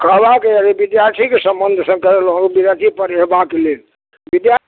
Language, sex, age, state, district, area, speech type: Maithili, male, 60+, Bihar, Supaul, rural, conversation